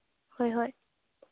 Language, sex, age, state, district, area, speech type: Manipuri, female, 18-30, Manipur, Churachandpur, rural, conversation